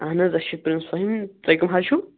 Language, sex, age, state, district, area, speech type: Kashmiri, male, 18-30, Jammu and Kashmir, Shopian, urban, conversation